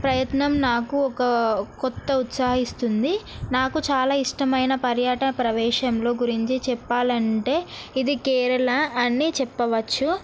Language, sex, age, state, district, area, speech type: Telugu, female, 18-30, Telangana, Narayanpet, urban, spontaneous